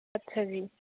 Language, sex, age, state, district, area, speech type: Punjabi, female, 18-30, Punjab, Mohali, rural, conversation